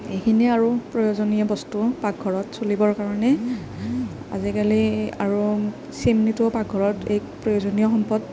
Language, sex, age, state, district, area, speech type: Assamese, female, 18-30, Assam, Nagaon, rural, spontaneous